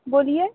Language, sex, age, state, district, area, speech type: Hindi, female, 45-60, Uttar Pradesh, Sonbhadra, rural, conversation